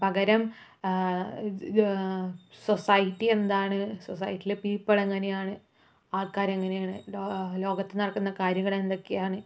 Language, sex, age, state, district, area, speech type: Malayalam, female, 30-45, Kerala, Palakkad, urban, spontaneous